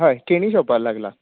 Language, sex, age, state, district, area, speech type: Goan Konkani, male, 18-30, Goa, Bardez, urban, conversation